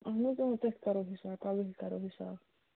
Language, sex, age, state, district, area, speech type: Kashmiri, female, 30-45, Jammu and Kashmir, Bandipora, rural, conversation